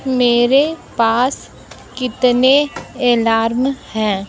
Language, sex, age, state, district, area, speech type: Hindi, female, 18-30, Uttar Pradesh, Sonbhadra, rural, read